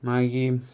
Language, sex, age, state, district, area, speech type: Goan Konkani, male, 18-30, Goa, Salcete, rural, spontaneous